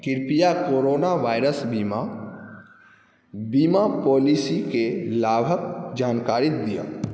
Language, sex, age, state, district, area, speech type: Maithili, male, 18-30, Bihar, Saharsa, rural, read